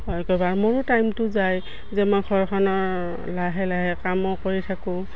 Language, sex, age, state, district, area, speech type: Assamese, female, 60+, Assam, Udalguri, rural, spontaneous